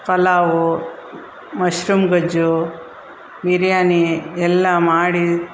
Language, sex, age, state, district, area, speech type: Kannada, female, 45-60, Karnataka, Bangalore Rural, rural, spontaneous